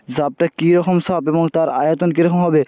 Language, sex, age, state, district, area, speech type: Bengali, male, 18-30, West Bengal, Purba Medinipur, rural, spontaneous